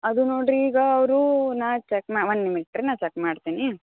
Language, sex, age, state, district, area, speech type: Kannada, female, 18-30, Karnataka, Gulbarga, urban, conversation